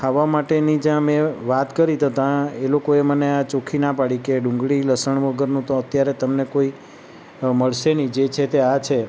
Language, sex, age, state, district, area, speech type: Gujarati, male, 45-60, Gujarat, Valsad, rural, spontaneous